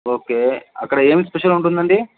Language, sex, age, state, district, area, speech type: Telugu, male, 30-45, Andhra Pradesh, Kadapa, rural, conversation